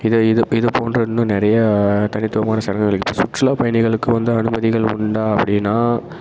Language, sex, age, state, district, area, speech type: Tamil, male, 18-30, Tamil Nadu, Perambalur, rural, spontaneous